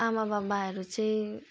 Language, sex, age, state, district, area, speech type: Nepali, female, 30-45, West Bengal, Jalpaiguri, urban, spontaneous